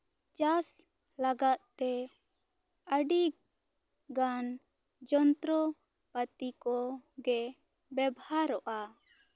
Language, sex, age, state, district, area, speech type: Santali, female, 18-30, West Bengal, Bankura, rural, spontaneous